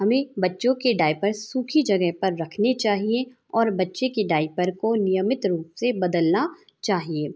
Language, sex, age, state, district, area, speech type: Hindi, female, 60+, Rajasthan, Jaipur, urban, spontaneous